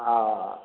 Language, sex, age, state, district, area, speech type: Maithili, male, 45-60, Bihar, Supaul, urban, conversation